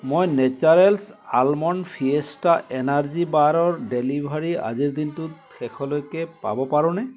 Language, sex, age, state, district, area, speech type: Assamese, male, 60+, Assam, Biswanath, rural, read